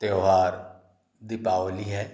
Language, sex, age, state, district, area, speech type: Hindi, male, 60+, Madhya Pradesh, Balaghat, rural, spontaneous